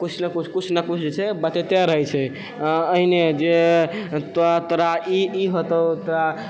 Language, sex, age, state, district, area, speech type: Maithili, male, 18-30, Bihar, Purnia, rural, spontaneous